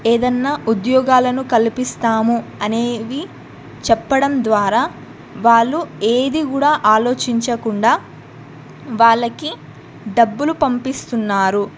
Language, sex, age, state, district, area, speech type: Telugu, female, 18-30, Telangana, Medak, rural, spontaneous